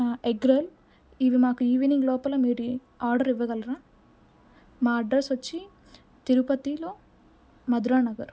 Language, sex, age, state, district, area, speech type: Telugu, female, 18-30, Andhra Pradesh, Kadapa, rural, spontaneous